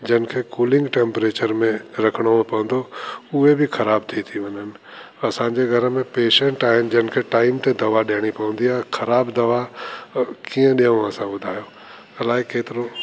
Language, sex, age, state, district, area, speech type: Sindhi, male, 60+, Delhi, South Delhi, urban, spontaneous